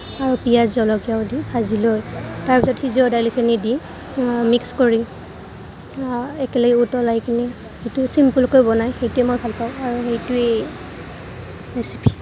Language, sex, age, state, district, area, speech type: Assamese, female, 18-30, Assam, Kamrup Metropolitan, urban, spontaneous